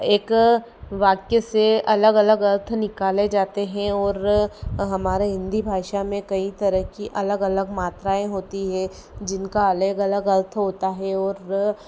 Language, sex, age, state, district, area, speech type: Hindi, female, 30-45, Madhya Pradesh, Ujjain, urban, spontaneous